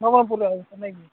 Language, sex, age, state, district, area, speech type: Odia, male, 45-60, Odisha, Nabarangpur, rural, conversation